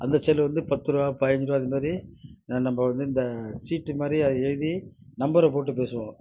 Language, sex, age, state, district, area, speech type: Tamil, male, 60+, Tamil Nadu, Nagapattinam, rural, spontaneous